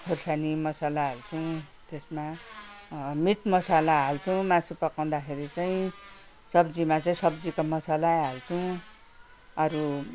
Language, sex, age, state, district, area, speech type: Nepali, female, 60+, West Bengal, Kalimpong, rural, spontaneous